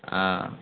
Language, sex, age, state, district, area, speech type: Tamil, male, 18-30, Tamil Nadu, Tiruvannamalai, rural, conversation